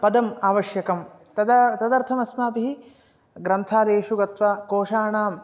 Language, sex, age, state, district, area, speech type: Sanskrit, male, 18-30, Karnataka, Chikkamagaluru, urban, spontaneous